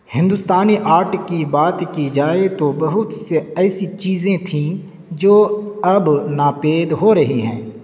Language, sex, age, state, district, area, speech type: Urdu, male, 18-30, Uttar Pradesh, Siddharthnagar, rural, spontaneous